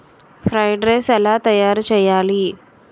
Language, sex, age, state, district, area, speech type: Telugu, female, 45-60, Andhra Pradesh, Vizianagaram, rural, read